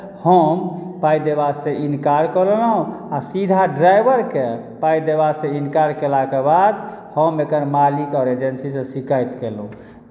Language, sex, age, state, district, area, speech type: Maithili, male, 30-45, Bihar, Madhubani, rural, spontaneous